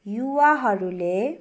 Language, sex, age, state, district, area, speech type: Nepali, female, 18-30, West Bengal, Darjeeling, rural, spontaneous